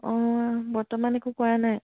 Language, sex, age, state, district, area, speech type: Assamese, female, 18-30, Assam, Lakhimpur, rural, conversation